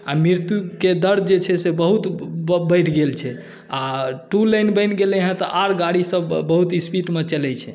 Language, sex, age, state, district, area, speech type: Maithili, male, 30-45, Bihar, Saharsa, rural, spontaneous